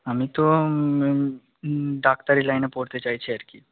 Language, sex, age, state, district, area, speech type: Bengali, male, 18-30, West Bengal, Nadia, rural, conversation